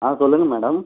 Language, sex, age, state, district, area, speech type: Tamil, male, 18-30, Tamil Nadu, Ariyalur, rural, conversation